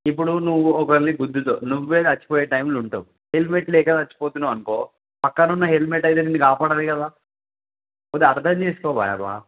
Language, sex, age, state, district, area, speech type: Telugu, male, 18-30, Andhra Pradesh, Palnadu, rural, conversation